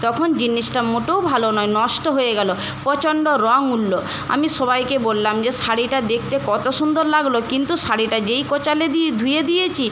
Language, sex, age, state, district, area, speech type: Bengali, female, 45-60, West Bengal, Paschim Medinipur, rural, spontaneous